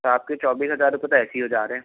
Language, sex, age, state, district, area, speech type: Hindi, male, 30-45, Madhya Pradesh, Betul, rural, conversation